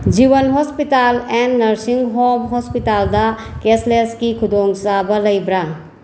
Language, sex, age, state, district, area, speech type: Manipuri, female, 30-45, Manipur, Bishnupur, rural, read